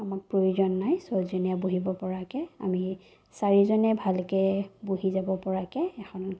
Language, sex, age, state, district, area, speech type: Assamese, female, 30-45, Assam, Sonitpur, rural, spontaneous